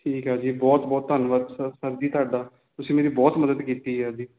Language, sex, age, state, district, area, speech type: Punjabi, male, 18-30, Punjab, Kapurthala, urban, conversation